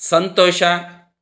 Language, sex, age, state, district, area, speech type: Kannada, male, 60+, Karnataka, Chitradurga, rural, read